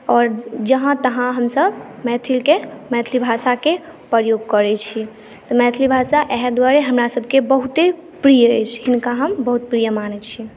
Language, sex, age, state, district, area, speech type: Maithili, female, 18-30, Bihar, Madhubani, rural, spontaneous